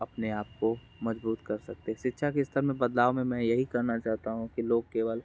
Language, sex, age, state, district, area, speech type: Hindi, male, 30-45, Uttar Pradesh, Mirzapur, urban, spontaneous